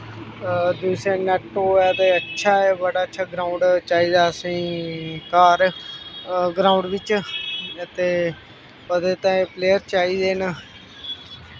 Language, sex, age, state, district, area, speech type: Dogri, male, 18-30, Jammu and Kashmir, Samba, rural, spontaneous